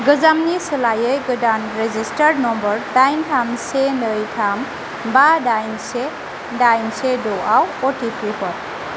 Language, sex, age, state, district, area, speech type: Bodo, female, 30-45, Assam, Kokrajhar, rural, read